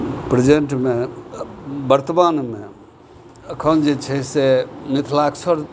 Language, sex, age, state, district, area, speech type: Maithili, male, 60+, Bihar, Madhubani, rural, spontaneous